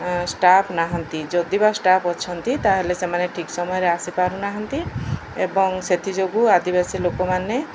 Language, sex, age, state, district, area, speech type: Odia, female, 45-60, Odisha, Koraput, urban, spontaneous